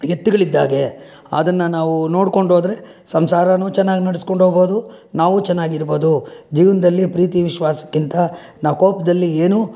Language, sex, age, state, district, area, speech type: Kannada, male, 60+, Karnataka, Bangalore Urban, rural, spontaneous